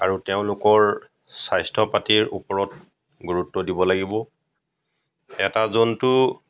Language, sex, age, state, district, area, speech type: Assamese, male, 45-60, Assam, Golaghat, rural, spontaneous